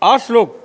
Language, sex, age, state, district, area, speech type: Gujarati, male, 60+, Gujarat, Junagadh, rural, spontaneous